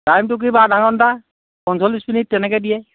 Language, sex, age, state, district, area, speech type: Assamese, male, 45-60, Assam, Sivasagar, rural, conversation